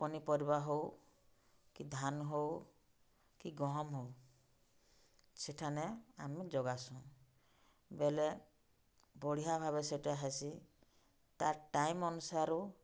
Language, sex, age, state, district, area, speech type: Odia, female, 45-60, Odisha, Bargarh, urban, spontaneous